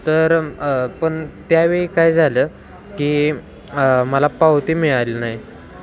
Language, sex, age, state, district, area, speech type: Marathi, male, 18-30, Maharashtra, Wardha, urban, spontaneous